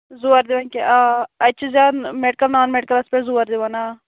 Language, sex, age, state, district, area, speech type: Kashmiri, female, 30-45, Jammu and Kashmir, Shopian, rural, conversation